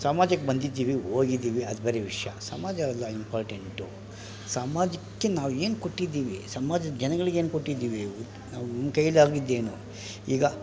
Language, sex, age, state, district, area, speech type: Kannada, male, 45-60, Karnataka, Bangalore Rural, rural, spontaneous